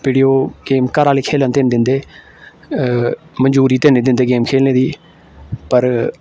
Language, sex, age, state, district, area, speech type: Dogri, male, 18-30, Jammu and Kashmir, Samba, urban, spontaneous